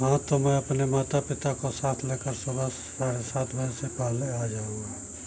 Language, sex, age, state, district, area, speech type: Hindi, male, 60+, Uttar Pradesh, Mau, rural, read